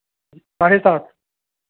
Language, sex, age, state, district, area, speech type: Hindi, male, 30-45, Uttar Pradesh, Hardoi, rural, conversation